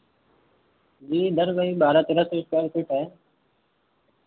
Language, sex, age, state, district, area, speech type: Hindi, male, 30-45, Uttar Pradesh, Lucknow, rural, conversation